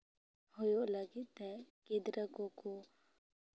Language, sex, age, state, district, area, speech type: Santali, female, 18-30, West Bengal, Purba Bardhaman, rural, spontaneous